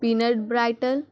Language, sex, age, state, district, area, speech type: Urdu, female, 18-30, Bihar, Gaya, urban, spontaneous